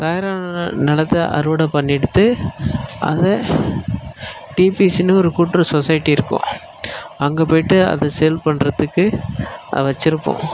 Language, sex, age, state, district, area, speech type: Tamil, male, 18-30, Tamil Nadu, Nagapattinam, urban, spontaneous